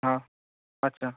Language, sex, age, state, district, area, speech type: Marathi, male, 30-45, Maharashtra, Amravati, urban, conversation